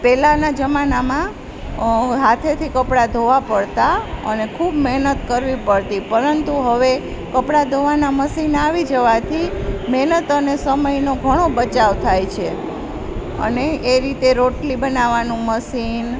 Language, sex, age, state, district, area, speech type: Gujarati, female, 45-60, Gujarat, Junagadh, rural, spontaneous